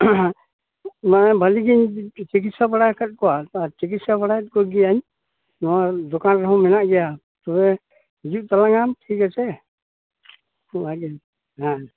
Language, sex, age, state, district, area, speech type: Santali, male, 60+, West Bengal, Purulia, rural, conversation